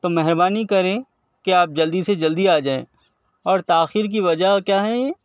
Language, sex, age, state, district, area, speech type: Urdu, male, 60+, Telangana, Hyderabad, urban, spontaneous